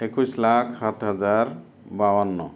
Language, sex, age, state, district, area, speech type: Assamese, male, 60+, Assam, Kamrup Metropolitan, urban, spontaneous